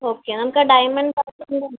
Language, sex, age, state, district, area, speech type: Malayalam, female, 18-30, Kerala, Thiruvananthapuram, urban, conversation